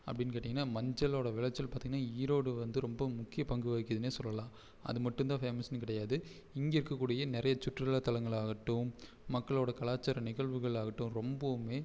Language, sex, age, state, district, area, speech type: Tamil, male, 18-30, Tamil Nadu, Erode, rural, spontaneous